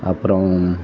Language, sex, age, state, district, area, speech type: Tamil, male, 45-60, Tamil Nadu, Thoothukudi, urban, spontaneous